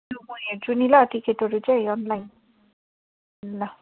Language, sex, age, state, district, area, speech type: Nepali, female, 18-30, West Bengal, Darjeeling, rural, conversation